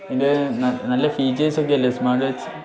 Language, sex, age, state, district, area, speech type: Malayalam, male, 18-30, Kerala, Wayanad, rural, spontaneous